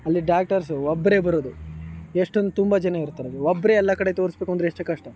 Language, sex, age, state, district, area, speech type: Kannada, male, 18-30, Karnataka, Chamarajanagar, rural, spontaneous